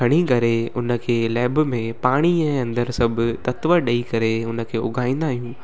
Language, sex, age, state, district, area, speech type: Sindhi, male, 18-30, Gujarat, Surat, urban, spontaneous